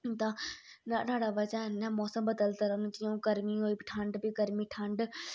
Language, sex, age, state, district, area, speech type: Dogri, female, 30-45, Jammu and Kashmir, Udhampur, urban, spontaneous